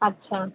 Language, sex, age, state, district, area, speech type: Hindi, female, 30-45, Uttar Pradesh, Azamgarh, urban, conversation